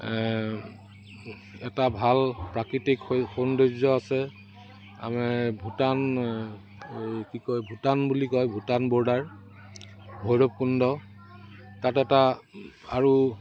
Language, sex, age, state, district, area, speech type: Assamese, male, 60+, Assam, Udalguri, rural, spontaneous